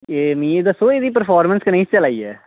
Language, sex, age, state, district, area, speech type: Dogri, male, 18-30, Jammu and Kashmir, Jammu, urban, conversation